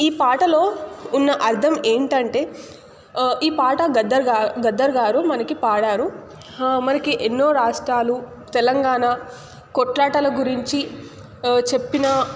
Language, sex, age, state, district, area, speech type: Telugu, female, 18-30, Telangana, Nalgonda, urban, spontaneous